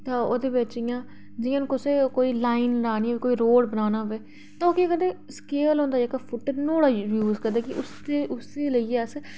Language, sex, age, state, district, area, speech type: Dogri, female, 30-45, Jammu and Kashmir, Reasi, urban, spontaneous